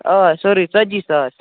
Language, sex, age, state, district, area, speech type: Kashmiri, male, 18-30, Jammu and Kashmir, Kupwara, rural, conversation